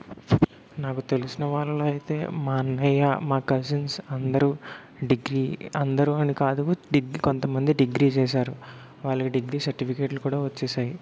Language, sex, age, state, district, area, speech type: Telugu, male, 18-30, Telangana, Peddapalli, rural, spontaneous